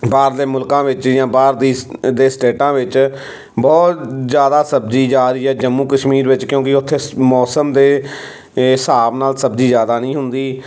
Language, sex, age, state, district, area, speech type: Punjabi, male, 30-45, Punjab, Amritsar, urban, spontaneous